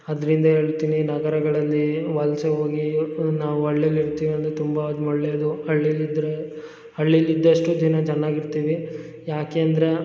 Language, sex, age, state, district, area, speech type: Kannada, male, 18-30, Karnataka, Hassan, rural, spontaneous